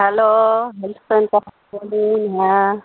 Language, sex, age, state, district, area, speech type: Bengali, female, 30-45, West Bengal, Howrah, urban, conversation